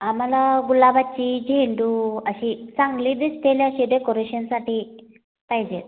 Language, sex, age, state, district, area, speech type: Marathi, female, 30-45, Maharashtra, Sangli, rural, conversation